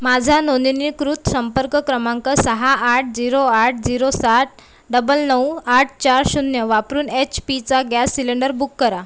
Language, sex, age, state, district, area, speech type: Marathi, female, 30-45, Maharashtra, Amravati, urban, read